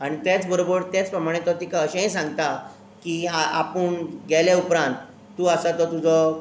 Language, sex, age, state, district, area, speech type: Goan Konkani, male, 18-30, Goa, Tiswadi, rural, spontaneous